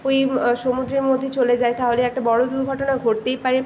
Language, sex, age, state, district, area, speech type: Bengali, female, 18-30, West Bengal, Paschim Medinipur, rural, spontaneous